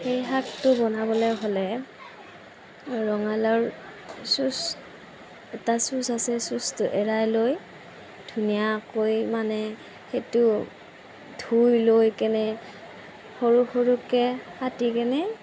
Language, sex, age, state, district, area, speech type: Assamese, female, 30-45, Assam, Darrang, rural, spontaneous